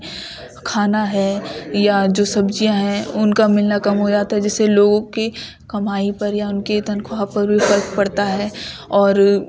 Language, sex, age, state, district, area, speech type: Urdu, female, 18-30, Uttar Pradesh, Ghaziabad, urban, spontaneous